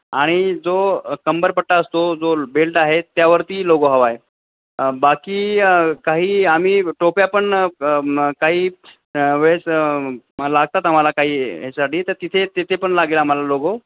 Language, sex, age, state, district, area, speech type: Marathi, male, 45-60, Maharashtra, Nanded, rural, conversation